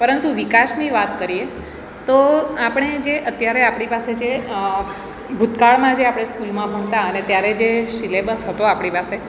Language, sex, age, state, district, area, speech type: Gujarati, female, 45-60, Gujarat, Surat, urban, spontaneous